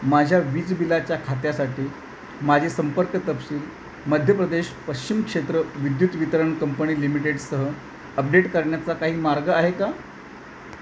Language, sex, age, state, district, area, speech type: Marathi, male, 45-60, Maharashtra, Thane, rural, read